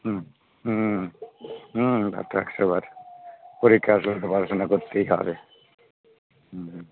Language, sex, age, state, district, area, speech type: Bengali, male, 45-60, West Bengal, Alipurduar, rural, conversation